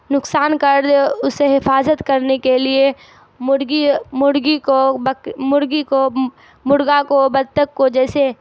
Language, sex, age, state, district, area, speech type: Urdu, female, 18-30, Bihar, Darbhanga, rural, spontaneous